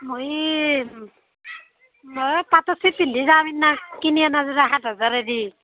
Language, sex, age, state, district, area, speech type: Assamese, female, 30-45, Assam, Barpeta, rural, conversation